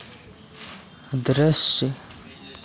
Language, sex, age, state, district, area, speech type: Hindi, male, 18-30, Madhya Pradesh, Harda, rural, read